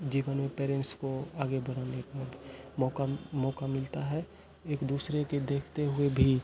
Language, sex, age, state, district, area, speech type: Hindi, male, 18-30, Bihar, Begusarai, urban, spontaneous